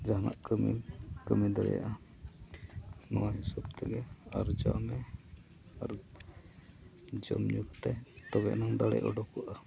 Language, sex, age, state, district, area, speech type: Santali, male, 45-60, Odisha, Mayurbhanj, rural, spontaneous